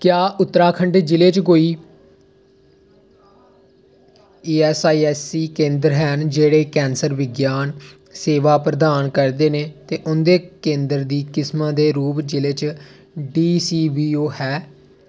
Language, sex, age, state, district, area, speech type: Dogri, male, 18-30, Jammu and Kashmir, Reasi, rural, read